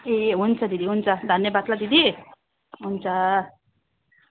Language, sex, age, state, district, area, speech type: Nepali, female, 30-45, West Bengal, Darjeeling, rural, conversation